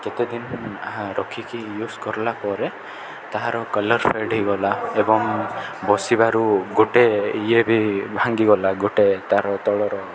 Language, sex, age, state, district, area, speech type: Odia, male, 18-30, Odisha, Koraput, urban, spontaneous